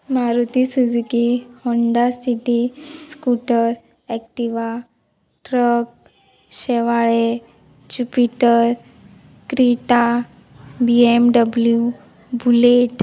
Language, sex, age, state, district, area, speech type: Goan Konkani, female, 18-30, Goa, Murmgao, urban, spontaneous